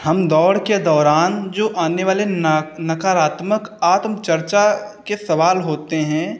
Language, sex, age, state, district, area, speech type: Hindi, male, 30-45, Uttar Pradesh, Hardoi, rural, spontaneous